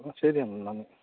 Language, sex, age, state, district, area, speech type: Malayalam, male, 45-60, Kerala, Alappuzha, rural, conversation